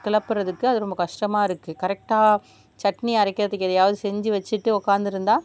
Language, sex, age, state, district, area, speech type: Tamil, female, 60+, Tamil Nadu, Mayiladuthurai, rural, spontaneous